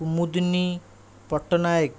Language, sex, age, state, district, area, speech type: Odia, male, 45-60, Odisha, Khordha, rural, spontaneous